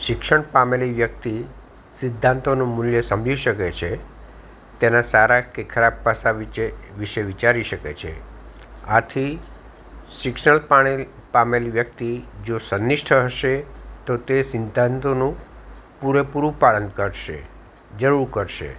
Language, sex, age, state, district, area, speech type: Gujarati, male, 60+, Gujarat, Anand, urban, spontaneous